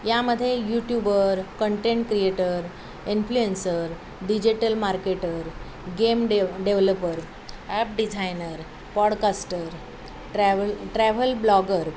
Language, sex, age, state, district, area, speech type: Marathi, female, 45-60, Maharashtra, Thane, rural, spontaneous